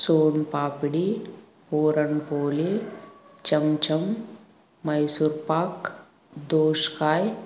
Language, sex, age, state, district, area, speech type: Telugu, female, 18-30, Andhra Pradesh, Kadapa, rural, spontaneous